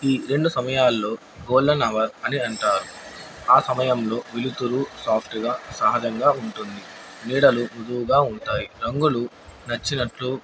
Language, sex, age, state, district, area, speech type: Telugu, male, 30-45, Andhra Pradesh, Nandyal, urban, spontaneous